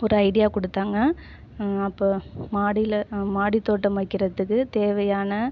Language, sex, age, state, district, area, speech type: Tamil, female, 30-45, Tamil Nadu, Ariyalur, rural, spontaneous